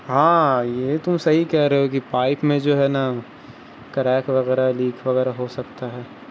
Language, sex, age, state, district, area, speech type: Urdu, male, 30-45, Bihar, Gaya, urban, spontaneous